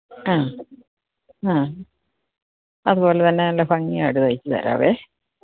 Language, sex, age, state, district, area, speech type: Malayalam, female, 60+, Kerala, Idukki, rural, conversation